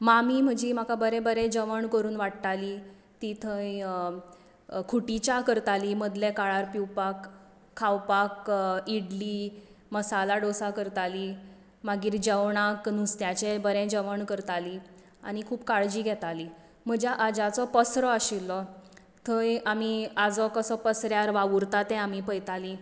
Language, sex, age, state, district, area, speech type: Goan Konkani, female, 30-45, Goa, Tiswadi, rural, spontaneous